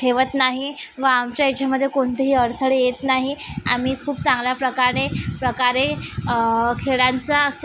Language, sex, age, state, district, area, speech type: Marathi, female, 30-45, Maharashtra, Nagpur, urban, spontaneous